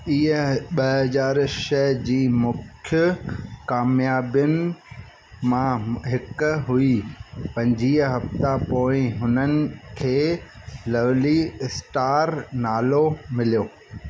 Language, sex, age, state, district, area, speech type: Sindhi, male, 45-60, Madhya Pradesh, Katni, urban, read